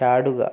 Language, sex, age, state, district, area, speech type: Malayalam, male, 30-45, Kerala, Wayanad, rural, read